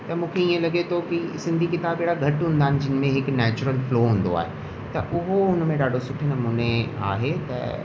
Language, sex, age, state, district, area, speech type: Sindhi, male, 18-30, Rajasthan, Ajmer, urban, spontaneous